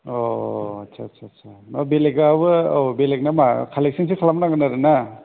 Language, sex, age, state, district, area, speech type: Bodo, male, 30-45, Assam, Kokrajhar, rural, conversation